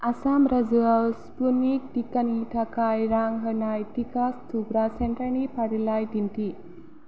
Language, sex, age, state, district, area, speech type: Bodo, female, 18-30, Assam, Kokrajhar, rural, read